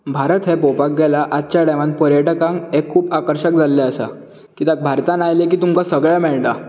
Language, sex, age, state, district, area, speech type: Goan Konkani, male, 18-30, Goa, Bardez, urban, spontaneous